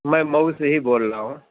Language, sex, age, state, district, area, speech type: Urdu, male, 45-60, Uttar Pradesh, Mau, urban, conversation